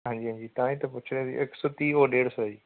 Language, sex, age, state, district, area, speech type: Punjabi, male, 18-30, Punjab, Fazilka, rural, conversation